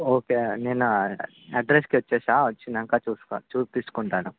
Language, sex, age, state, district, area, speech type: Telugu, male, 18-30, Telangana, Ranga Reddy, urban, conversation